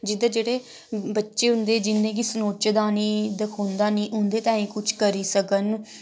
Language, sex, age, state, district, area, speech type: Dogri, female, 18-30, Jammu and Kashmir, Samba, rural, spontaneous